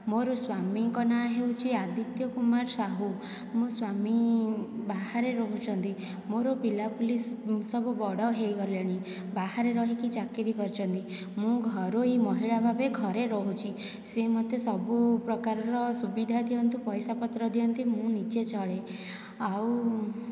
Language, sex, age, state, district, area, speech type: Odia, female, 60+, Odisha, Dhenkanal, rural, spontaneous